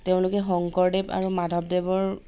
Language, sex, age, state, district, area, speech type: Assamese, female, 30-45, Assam, Dhemaji, rural, spontaneous